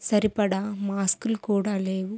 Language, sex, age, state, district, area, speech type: Telugu, female, 18-30, Andhra Pradesh, Kadapa, rural, spontaneous